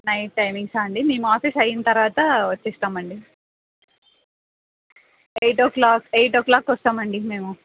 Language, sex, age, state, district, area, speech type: Telugu, female, 18-30, Andhra Pradesh, Anantapur, urban, conversation